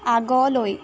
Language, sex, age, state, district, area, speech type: Assamese, female, 18-30, Assam, Jorhat, urban, read